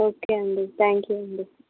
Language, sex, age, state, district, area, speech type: Telugu, female, 30-45, Andhra Pradesh, Guntur, rural, conversation